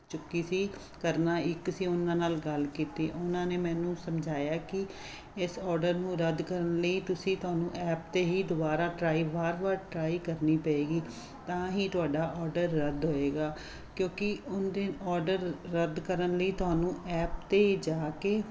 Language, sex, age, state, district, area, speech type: Punjabi, female, 45-60, Punjab, Fazilka, rural, spontaneous